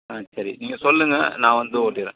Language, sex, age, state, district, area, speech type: Tamil, male, 30-45, Tamil Nadu, Chengalpattu, rural, conversation